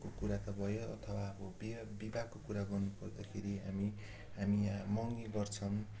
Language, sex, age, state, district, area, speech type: Nepali, male, 18-30, West Bengal, Darjeeling, rural, spontaneous